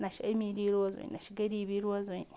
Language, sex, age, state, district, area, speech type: Kashmiri, female, 45-60, Jammu and Kashmir, Ganderbal, rural, spontaneous